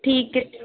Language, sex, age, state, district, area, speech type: Hindi, female, 18-30, Rajasthan, Jaipur, rural, conversation